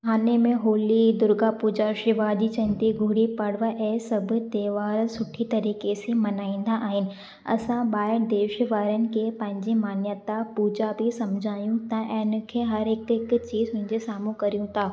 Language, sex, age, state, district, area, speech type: Sindhi, female, 18-30, Maharashtra, Thane, urban, spontaneous